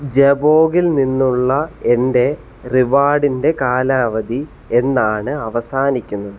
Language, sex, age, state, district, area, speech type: Malayalam, male, 18-30, Kerala, Kottayam, rural, read